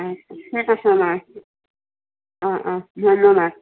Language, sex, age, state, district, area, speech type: Assamese, female, 45-60, Assam, Tinsukia, urban, conversation